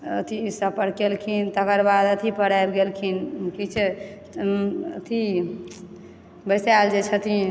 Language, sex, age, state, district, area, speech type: Maithili, female, 30-45, Bihar, Supaul, rural, spontaneous